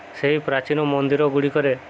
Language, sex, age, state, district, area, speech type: Odia, male, 30-45, Odisha, Subarnapur, urban, spontaneous